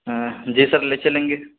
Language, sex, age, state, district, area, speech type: Urdu, male, 18-30, Delhi, North West Delhi, urban, conversation